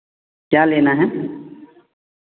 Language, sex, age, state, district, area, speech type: Hindi, male, 18-30, Bihar, Vaishali, rural, conversation